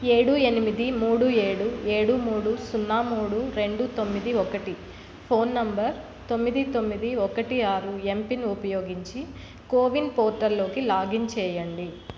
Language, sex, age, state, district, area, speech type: Telugu, female, 30-45, Andhra Pradesh, Palnadu, urban, read